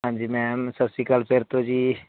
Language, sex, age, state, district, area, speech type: Punjabi, male, 18-30, Punjab, Muktsar, rural, conversation